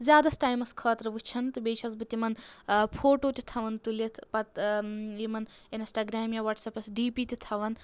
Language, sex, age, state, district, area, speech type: Kashmiri, female, 18-30, Jammu and Kashmir, Anantnag, rural, spontaneous